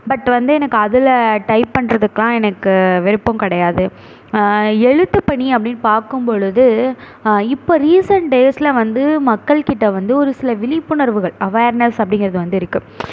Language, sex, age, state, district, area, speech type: Tamil, female, 30-45, Tamil Nadu, Mayiladuthurai, urban, spontaneous